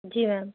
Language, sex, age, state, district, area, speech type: Urdu, female, 45-60, Uttar Pradesh, Rampur, urban, conversation